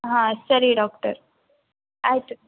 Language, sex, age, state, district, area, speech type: Kannada, female, 18-30, Karnataka, Davanagere, urban, conversation